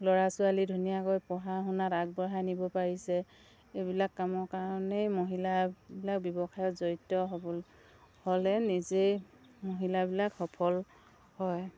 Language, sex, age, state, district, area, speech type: Assamese, female, 60+, Assam, Dibrugarh, rural, spontaneous